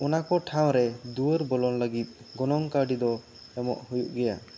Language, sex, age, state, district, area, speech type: Santali, male, 18-30, West Bengal, Bankura, rural, spontaneous